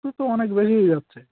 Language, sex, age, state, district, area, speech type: Bengali, male, 45-60, West Bengal, Cooch Behar, urban, conversation